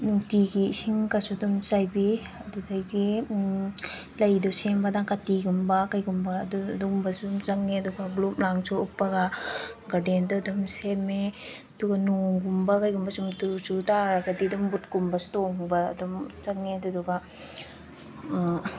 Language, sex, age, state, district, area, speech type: Manipuri, female, 18-30, Manipur, Kakching, rural, spontaneous